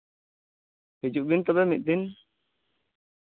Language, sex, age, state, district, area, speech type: Santali, male, 30-45, West Bengal, Bankura, rural, conversation